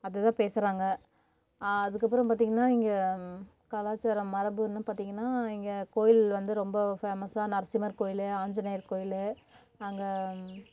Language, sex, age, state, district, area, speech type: Tamil, female, 30-45, Tamil Nadu, Namakkal, rural, spontaneous